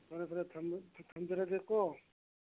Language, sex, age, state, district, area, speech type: Manipuri, male, 60+, Manipur, Churachandpur, urban, conversation